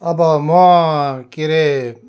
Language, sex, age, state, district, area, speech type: Nepali, male, 60+, West Bengal, Darjeeling, rural, spontaneous